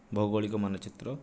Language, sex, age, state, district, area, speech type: Odia, male, 45-60, Odisha, Nayagarh, rural, spontaneous